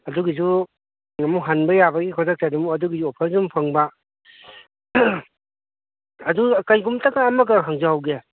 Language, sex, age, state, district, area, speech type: Manipuri, male, 30-45, Manipur, Kangpokpi, urban, conversation